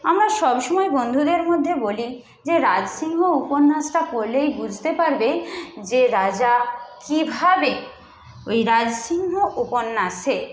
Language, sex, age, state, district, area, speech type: Bengali, female, 30-45, West Bengal, Paschim Medinipur, rural, spontaneous